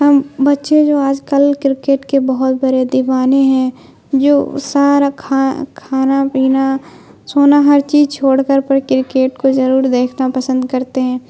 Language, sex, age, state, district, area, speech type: Urdu, female, 18-30, Bihar, Khagaria, rural, spontaneous